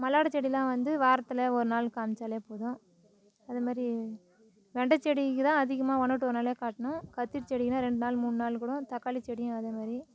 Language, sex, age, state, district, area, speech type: Tamil, female, 30-45, Tamil Nadu, Tiruvannamalai, rural, spontaneous